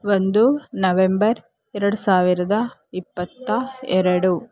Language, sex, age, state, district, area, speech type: Kannada, female, 30-45, Karnataka, Chamarajanagar, rural, spontaneous